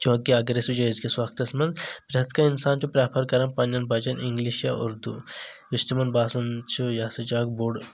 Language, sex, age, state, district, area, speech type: Kashmiri, male, 18-30, Jammu and Kashmir, Shopian, rural, spontaneous